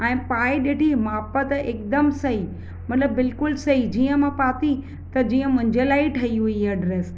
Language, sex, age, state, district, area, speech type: Sindhi, female, 30-45, Maharashtra, Mumbai Suburban, urban, spontaneous